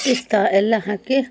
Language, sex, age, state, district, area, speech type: Kannada, female, 45-60, Karnataka, Koppal, rural, spontaneous